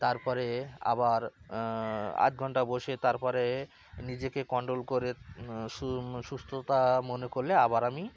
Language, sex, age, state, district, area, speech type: Bengali, male, 30-45, West Bengal, Cooch Behar, urban, spontaneous